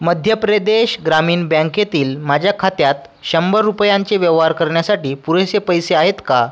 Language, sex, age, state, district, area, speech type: Marathi, male, 18-30, Maharashtra, Washim, rural, read